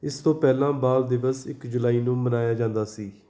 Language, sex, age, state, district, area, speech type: Punjabi, male, 30-45, Punjab, Fatehgarh Sahib, urban, read